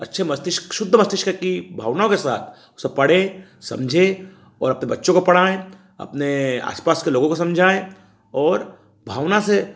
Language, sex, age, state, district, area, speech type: Hindi, male, 45-60, Madhya Pradesh, Ujjain, rural, spontaneous